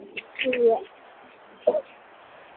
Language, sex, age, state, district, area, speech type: Dogri, female, 18-30, Jammu and Kashmir, Udhampur, rural, conversation